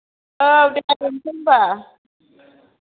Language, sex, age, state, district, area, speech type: Bodo, female, 30-45, Assam, Kokrajhar, rural, conversation